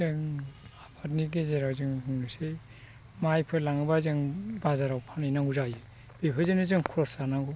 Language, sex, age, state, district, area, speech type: Bodo, male, 60+, Assam, Chirang, rural, spontaneous